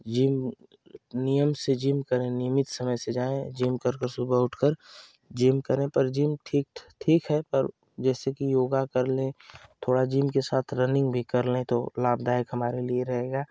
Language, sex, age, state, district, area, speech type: Hindi, male, 18-30, Uttar Pradesh, Ghazipur, urban, spontaneous